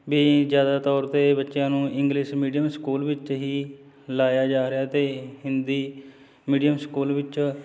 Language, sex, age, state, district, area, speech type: Punjabi, male, 30-45, Punjab, Fatehgarh Sahib, rural, spontaneous